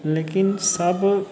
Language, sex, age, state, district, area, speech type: Maithili, male, 18-30, Bihar, Sitamarhi, rural, spontaneous